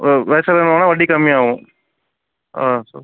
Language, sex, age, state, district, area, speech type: Tamil, male, 45-60, Tamil Nadu, Sivaganga, urban, conversation